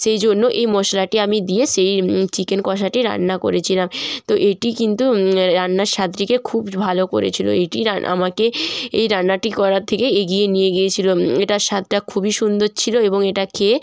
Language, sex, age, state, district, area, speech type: Bengali, female, 30-45, West Bengal, Jalpaiguri, rural, spontaneous